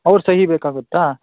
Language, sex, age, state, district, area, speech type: Kannada, male, 18-30, Karnataka, Shimoga, rural, conversation